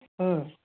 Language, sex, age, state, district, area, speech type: Manipuri, female, 45-60, Manipur, Kangpokpi, urban, conversation